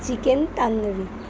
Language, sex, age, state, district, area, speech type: Bengali, female, 30-45, West Bengal, Birbhum, urban, spontaneous